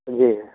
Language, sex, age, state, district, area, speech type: Hindi, male, 60+, Uttar Pradesh, Ghazipur, rural, conversation